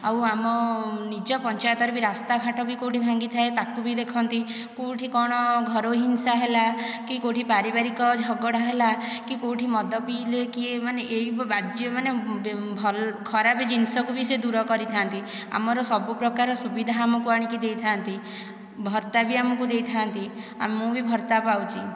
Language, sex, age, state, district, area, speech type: Odia, female, 60+, Odisha, Dhenkanal, rural, spontaneous